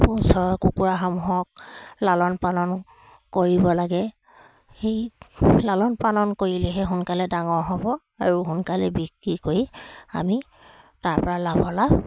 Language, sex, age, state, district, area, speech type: Assamese, female, 45-60, Assam, Charaideo, rural, spontaneous